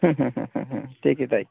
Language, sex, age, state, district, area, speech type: Bengali, male, 18-30, West Bengal, Cooch Behar, urban, conversation